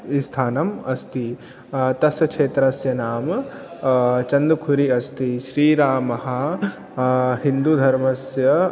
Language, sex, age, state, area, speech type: Sanskrit, male, 18-30, Chhattisgarh, urban, spontaneous